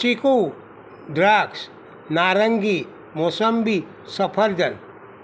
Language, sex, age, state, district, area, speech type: Gujarati, male, 45-60, Gujarat, Kheda, rural, spontaneous